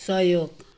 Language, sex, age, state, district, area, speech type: Nepali, female, 60+, West Bengal, Jalpaiguri, rural, read